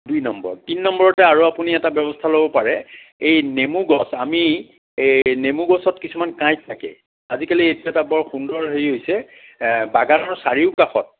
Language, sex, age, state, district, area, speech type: Assamese, male, 60+, Assam, Sonitpur, urban, conversation